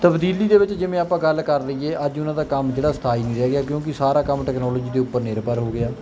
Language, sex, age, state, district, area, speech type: Punjabi, male, 18-30, Punjab, Kapurthala, rural, spontaneous